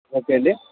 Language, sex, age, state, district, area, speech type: Telugu, male, 30-45, Andhra Pradesh, Kadapa, rural, conversation